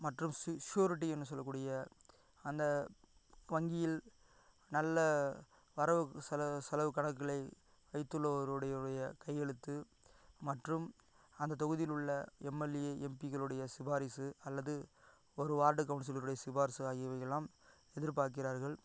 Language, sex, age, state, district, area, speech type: Tamil, male, 45-60, Tamil Nadu, Ariyalur, rural, spontaneous